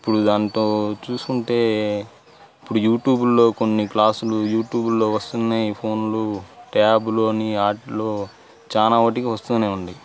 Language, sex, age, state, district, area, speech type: Telugu, male, 18-30, Andhra Pradesh, Bapatla, rural, spontaneous